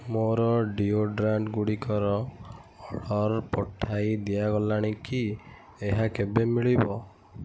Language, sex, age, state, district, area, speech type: Odia, male, 45-60, Odisha, Kendujhar, urban, read